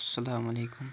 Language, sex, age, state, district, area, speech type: Kashmiri, male, 30-45, Jammu and Kashmir, Kupwara, rural, spontaneous